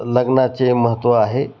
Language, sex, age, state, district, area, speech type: Marathi, male, 30-45, Maharashtra, Osmanabad, rural, spontaneous